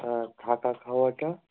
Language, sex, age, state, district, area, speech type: Bengali, male, 18-30, West Bengal, Murshidabad, urban, conversation